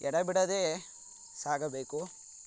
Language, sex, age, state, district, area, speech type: Kannada, male, 45-60, Karnataka, Tumkur, rural, spontaneous